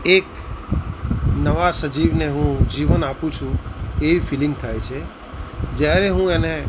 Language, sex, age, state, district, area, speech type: Gujarati, male, 45-60, Gujarat, Ahmedabad, urban, spontaneous